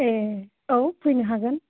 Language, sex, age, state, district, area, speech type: Bodo, male, 30-45, Assam, Chirang, rural, conversation